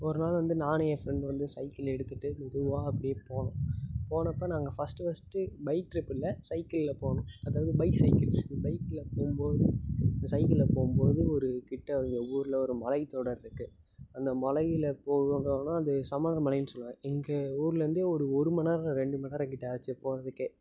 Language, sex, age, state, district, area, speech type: Tamil, male, 18-30, Tamil Nadu, Tiruppur, urban, spontaneous